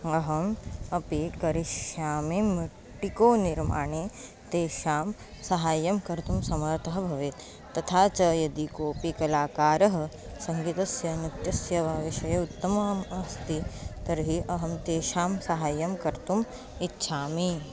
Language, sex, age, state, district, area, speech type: Sanskrit, female, 18-30, Maharashtra, Chandrapur, urban, spontaneous